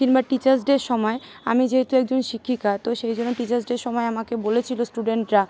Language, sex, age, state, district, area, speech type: Bengali, female, 18-30, West Bengal, Kolkata, urban, spontaneous